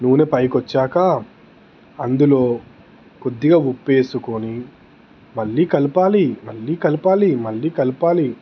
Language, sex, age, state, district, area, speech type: Telugu, male, 18-30, Telangana, Peddapalli, rural, spontaneous